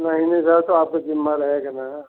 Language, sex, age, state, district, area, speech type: Hindi, male, 60+, Uttar Pradesh, Jaunpur, rural, conversation